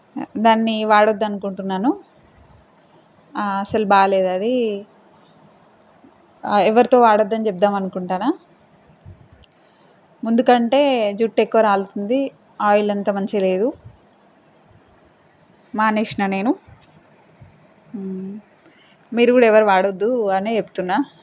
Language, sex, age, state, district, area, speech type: Telugu, female, 30-45, Telangana, Peddapalli, rural, spontaneous